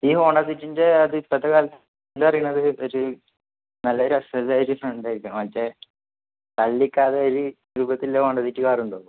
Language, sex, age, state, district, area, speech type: Malayalam, male, 18-30, Kerala, Malappuram, rural, conversation